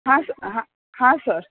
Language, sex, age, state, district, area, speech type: Marathi, female, 30-45, Maharashtra, Kolhapur, urban, conversation